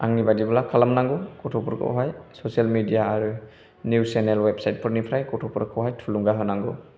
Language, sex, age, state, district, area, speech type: Bodo, male, 18-30, Assam, Chirang, rural, spontaneous